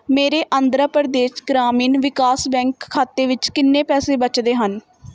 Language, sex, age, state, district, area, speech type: Punjabi, female, 30-45, Punjab, Mohali, urban, read